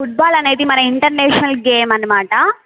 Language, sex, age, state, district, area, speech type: Telugu, female, 18-30, Andhra Pradesh, Sri Balaji, rural, conversation